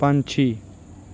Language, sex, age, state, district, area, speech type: Punjabi, male, 18-30, Punjab, Bathinda, rural, read